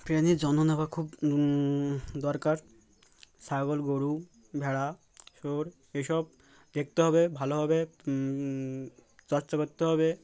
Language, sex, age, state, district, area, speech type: Bengali, male, 18-30, West Bengal, Uttar Dinajpur, urban, spontaneous